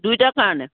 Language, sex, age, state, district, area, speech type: Assamese, female, 60+, Assam, Biswanath, rural, conversation